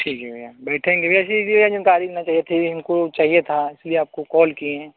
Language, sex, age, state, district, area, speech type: Hindi, male, 30-45, Uttar Pradesh, Mirzapur, rural, conversation